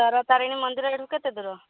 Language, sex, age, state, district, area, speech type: Odia, female, 30-45, Odisha, Ganjam, urban, conversation